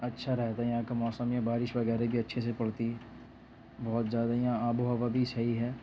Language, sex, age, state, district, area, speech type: Urdu, male, 18-30, Delhi, Central Delhi, urban, spontaneous